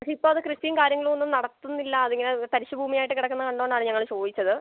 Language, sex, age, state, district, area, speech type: Malayalam, male, 18-30, Kerala, Alappuzha, rural, conversation